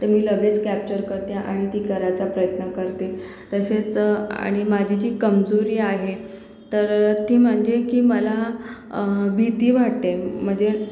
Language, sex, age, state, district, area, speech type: Marathi, female, 45-60, Maharashtra, Akola, urban, spontaneous